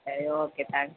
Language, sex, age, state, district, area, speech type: Tamil, female, 30-45, Tamil Nadu, Tirupattur, rural, conversation